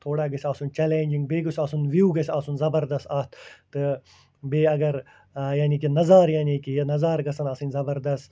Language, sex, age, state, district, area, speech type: Kashmiri, male, 45-60, Jammu and Kashmir, Ganderbal, rural, spontaneous